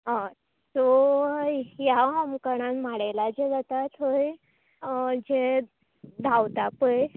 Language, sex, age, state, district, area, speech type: Goan Konkani, female, 18-30, Goa, Tiswadi, rural, conversation